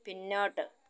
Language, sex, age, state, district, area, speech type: Malayalam, female, 60+, Kerala, Malappuram, rural, read